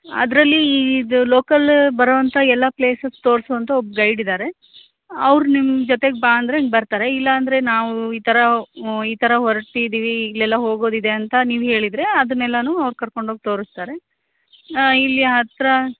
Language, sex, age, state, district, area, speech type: Kannada, female, 30-45, Karnataka, Gadag, rural, conversation